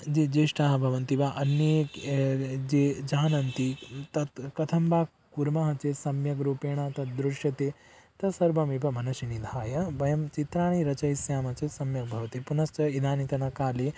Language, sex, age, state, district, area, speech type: Sanskrit, male, 18-30, Odisha, Bargarh, rural, spontaneous